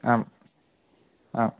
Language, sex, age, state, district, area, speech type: Tamil, female, 30-45, Tamil Nadu, Krishnagiri, rural, conversation